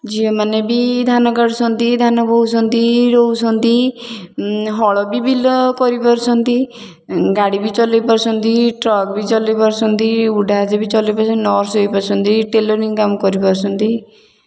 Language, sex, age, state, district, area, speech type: Odia, female, 30-45, Odisha, Puri, urban, spontaneous